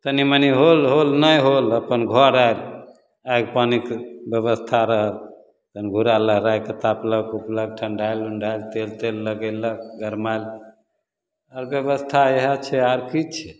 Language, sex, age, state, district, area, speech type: Maithili, male, 60+, Bihar, Begusarai, urban, spontaneous